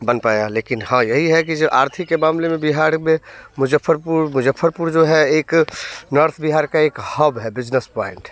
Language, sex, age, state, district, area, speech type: Hindi, male, 30-45, Bihar, Muzaffarpur, rural, spontaneous